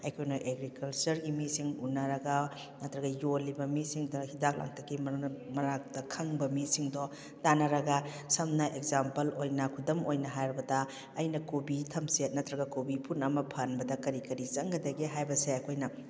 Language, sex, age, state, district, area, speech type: Manipuri, female, 45-60, Manipur, Kakching, rural, spontaneous